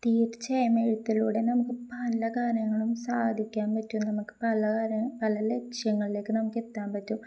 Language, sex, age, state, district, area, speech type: Malayalam, female, 18-30, Kerala, Kozhikode, rural, spontaneous